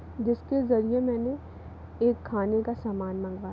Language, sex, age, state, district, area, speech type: Hindi, female, 18-30, Madhya Pradesh, Jabalpur, urban, spontaneous